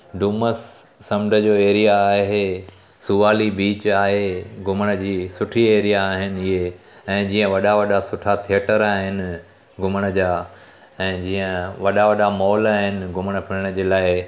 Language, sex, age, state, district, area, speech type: Sindhi, male, 30-45, Gujarat, Surat, urban, spontaneous